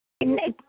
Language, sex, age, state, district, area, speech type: Dogri, female, 60+, Jammu and Kashmir, Samba, urban, conversation